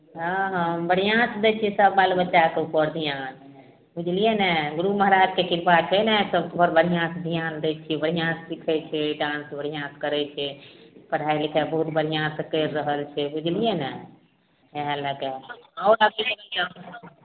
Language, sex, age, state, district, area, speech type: Maithili, female, 60+, Bihar, Madhepura, urban, conversation